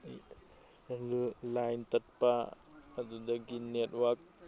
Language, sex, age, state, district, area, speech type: Manipuri, male, 45-60, Manipur, Thoubal, rural, spontaneous